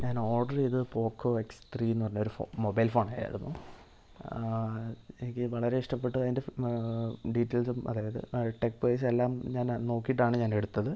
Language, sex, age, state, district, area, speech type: Malayalam, male, 18-30, Kerala, Wayanad, rural, spontaneous